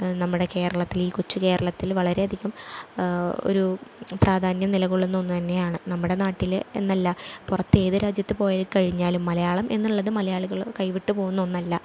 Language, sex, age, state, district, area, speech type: Malayalam, female, 18-30, Kerala, Thrissur, urban, spontaneous